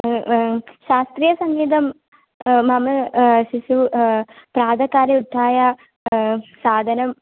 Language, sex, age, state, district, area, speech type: Sanskrit, female, 18-30, Kerala, Kannur, rural, conversation